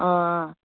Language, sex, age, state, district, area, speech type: Kashmiri, male, 18-30, Jammu and Kashmir, Kupwara, rural, conversation